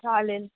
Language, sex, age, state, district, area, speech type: Marathi, female, 18-30, Maharashtra, Mumbai Suburban, urban, conversation